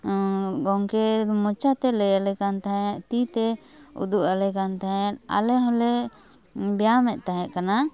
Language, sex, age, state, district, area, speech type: Santali, female, 30-45, West Bengal, Bankura, rural, spontaneous